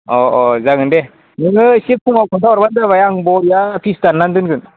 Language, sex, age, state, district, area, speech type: Bodo, male, 18-30, Assam, Baksa, rural, conversation